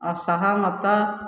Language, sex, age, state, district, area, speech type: Odia, female, 45-60, Odisha, Khordha, rural, read